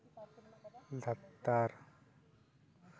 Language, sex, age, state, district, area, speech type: Santali, male, 18-30, West Bengal, Purba Bardhaman, rural, read